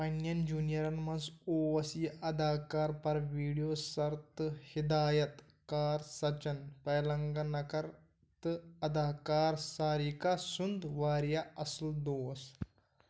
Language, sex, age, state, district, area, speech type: Kashmiri, male, 18-30, Jammu and Kashmir, Pulwama, rural, read